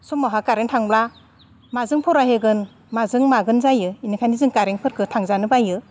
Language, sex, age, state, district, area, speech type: Bodo, female, 45-60, Assam, Udalguri, rural, spontaneous